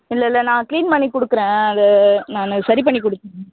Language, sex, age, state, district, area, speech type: Tamil, female, 30-45, Tamil Nadu, Tiruvallur, urban, conversation